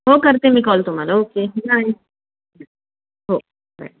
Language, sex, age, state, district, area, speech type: Marathi, female, 30-45, Maharashtra, Buldhana, urban, conversation